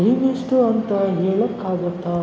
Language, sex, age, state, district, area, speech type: Kannada, male, 45-60, Karnataka, Kolar, rural, read